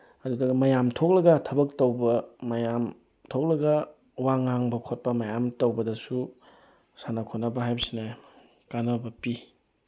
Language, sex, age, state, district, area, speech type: Manipuri, male, 18-30, Manipur, Bishnupur, rural, spontaneous